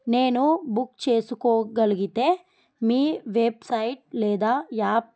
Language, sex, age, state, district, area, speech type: Telugu, female, 30-45, Telangana, Adilabad, rural, spontaneous